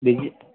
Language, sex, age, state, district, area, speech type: Gujarati, male, 30-45, Gujarat, Narmada, urban, conversation